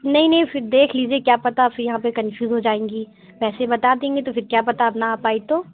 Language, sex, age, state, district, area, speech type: Urdu, female, 60+, Uttar Pradesh, Lucknow, urban, conversation